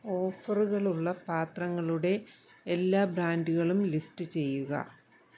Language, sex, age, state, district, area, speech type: Malayalam, female, 45-60, Kerala, Kottayam, rural, read